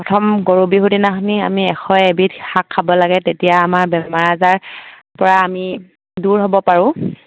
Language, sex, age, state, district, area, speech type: Assamese, female, 18-30, Assam, Dibrugarh, rural, conversation